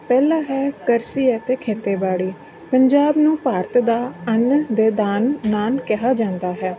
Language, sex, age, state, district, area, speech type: Punjabi, female, 30-45, Punjab, Mansa, urban, spontaneous